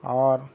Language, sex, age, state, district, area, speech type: Urdu, female, 45-60, Telangana, Hyderabad, urban, spontaneous